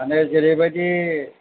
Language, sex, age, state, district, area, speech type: Bodo, male, 45-60, Assam, Chirang, urban, conversation